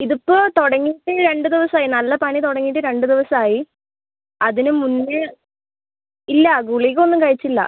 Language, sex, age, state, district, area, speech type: Malayalam, female, 18-30, Kerala, Wayanad, rural, conversation